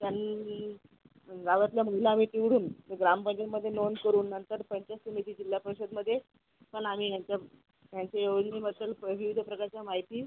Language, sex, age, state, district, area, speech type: Marathi, female, 30-45, Maharashtra, Akola, urban, conversation